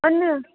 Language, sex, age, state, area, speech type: Sanskrit, female, 18-30, Rajasthan, urban, conversation